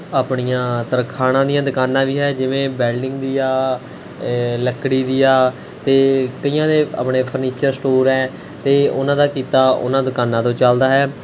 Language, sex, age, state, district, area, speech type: Punjabi, male, 18-30, Punjab, Mohali, rural, spontaneous